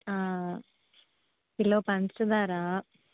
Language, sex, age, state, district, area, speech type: Telugu, female, 18-30, Andhra Pradesh, East Godavari, rural, conversation